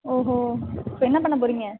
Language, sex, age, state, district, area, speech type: Tamil, female, 18-30, Tamil Nadu, Tiruvarur, rural, conversation